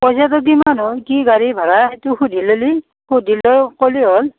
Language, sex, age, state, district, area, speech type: Assamese, female, 45-60, Assam, Darrang, rural, conversation